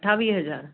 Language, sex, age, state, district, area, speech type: Sindhi, female, 45-60, Maharashtra, Akola, urban, conversation